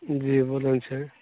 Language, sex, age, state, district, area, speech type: Maithili, male, 30-45, Bihar, Sitamarhi, rural, conversation